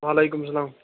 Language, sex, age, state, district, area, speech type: Kashmiri, male, 18-30, Jammu and Kashmir, Pulwama, rural, conversation